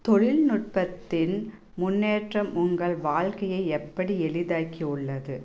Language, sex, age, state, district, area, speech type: Tamil, female, 30-45, Tamil Nadu, Tirupattur, rural, spontaneous